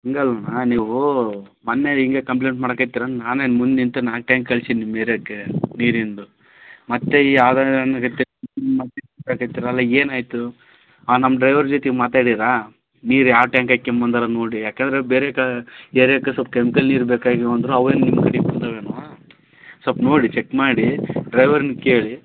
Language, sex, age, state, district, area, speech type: Kannada, male, 30-45, Karnataka, Raichur, rural, conversation